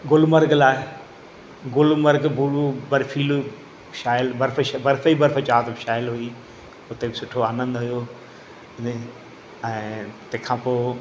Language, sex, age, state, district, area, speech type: Sindhi, male, 60+, Madhya Pradesh, Katni, urban, spontaneous